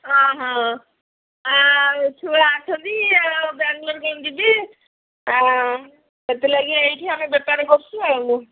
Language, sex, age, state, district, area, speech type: Odia, female, 60+, Odisha, Gajapati, rural, conversation